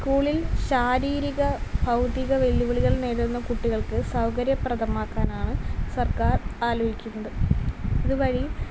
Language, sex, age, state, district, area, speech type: Malayalam, female, 18-30, Kerala, Palakkad, rural, spontaneous